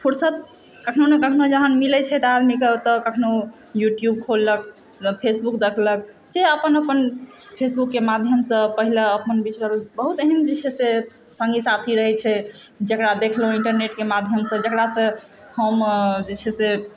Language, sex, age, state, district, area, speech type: Maithili, female, 30-45, Bihar, Supaul, urban, spontaneous